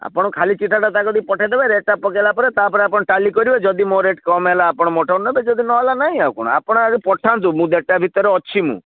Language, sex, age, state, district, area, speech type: Odia, male, 30-45, Odisha, Bhadrak, rural, conversation